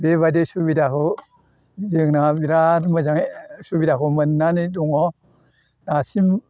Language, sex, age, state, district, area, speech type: Bodo, male, 60+, Assam, Chirang, rural, spontaneous